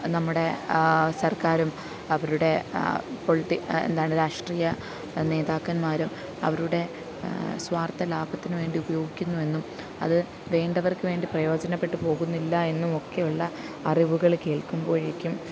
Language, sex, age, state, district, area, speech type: Malayalam, female, 30-45, Kerala, Alappuzha, rural, spontaneous